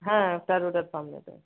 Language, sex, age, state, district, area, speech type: Bengali, male, 18-30, West Bengal, Bankura, urban, conversation